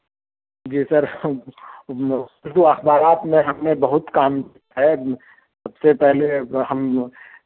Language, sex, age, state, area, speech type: Urdu, male, 30-45, Jharkhand, urban, conversation